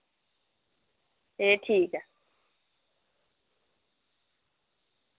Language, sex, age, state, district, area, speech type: Dogri, female, 30-45, Jammu and Kashmir, Reasi, rural, conversation